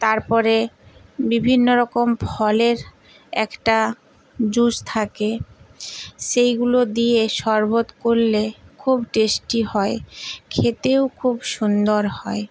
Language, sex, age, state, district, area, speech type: Bengali, female, 45-60, West Bengal, Purba Medinipur, rural, spontaneous